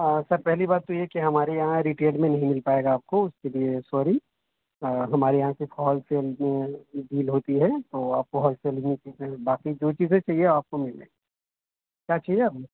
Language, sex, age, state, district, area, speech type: Urdu, male, 18-30, Delhi, North West Delhi, urban, conversation